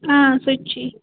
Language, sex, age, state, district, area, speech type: Kashmiri, female, 18-30, Jammu and Kashmir, Srinagar, rural, conversation